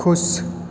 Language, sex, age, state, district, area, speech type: Hindi, male, 45-60, Rajasthan, Jodhpur, urban, read